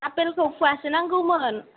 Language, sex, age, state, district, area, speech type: Bodo, female, 18-30, Assam, Udalguri, rural, conversation